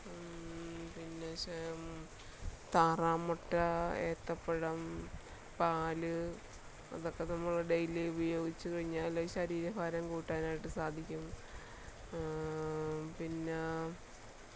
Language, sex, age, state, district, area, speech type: Malayalam, female, 45-60, Kerala, Alappuzha, rural, spontaneous